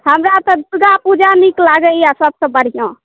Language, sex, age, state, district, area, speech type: Maithili, female, 18-30, Bihar, Saharsa, rural, conversation